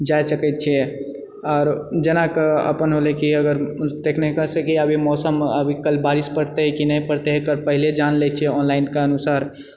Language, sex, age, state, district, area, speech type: Maithili, male, 30-45, Bihar, Purnia, rural, spontaneous